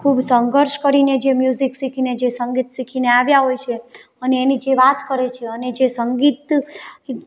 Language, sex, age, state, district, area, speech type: Gujarati, female, 30-45, Gujarat, Morbi, urban, spontaneous